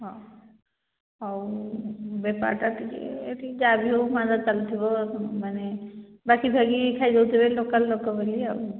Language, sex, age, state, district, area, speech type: Odia, female, 45-60, Odisha, Angul, rural, conversation